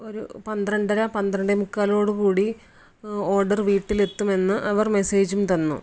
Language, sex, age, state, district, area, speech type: Malayalam, female, 30-45, Kerala, Kannur, rural, spontaneous